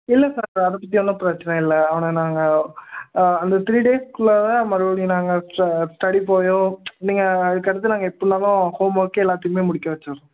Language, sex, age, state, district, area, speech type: Tamil, male, 18-30, Tamil Nadu, Tirunelveli, rural, conversation